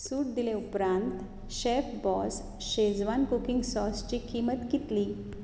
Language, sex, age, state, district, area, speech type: Goan Konkani, female, 45-60, Goa, Bardez, urban, read